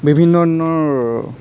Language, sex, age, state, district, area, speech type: Assamese, male, 18-30, Assam, Nagaon, rural, spontaneous